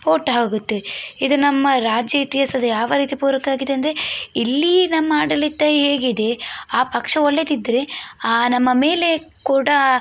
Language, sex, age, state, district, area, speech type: Kannada, female, 18-30, Karnataka, Udupi, rural, spontaneous